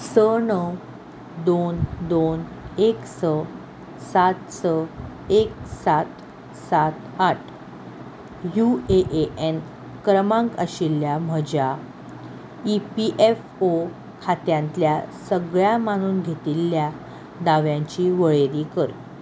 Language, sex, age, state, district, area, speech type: Goan Konkani, female, 18-30, Goa, Salcete, urban, read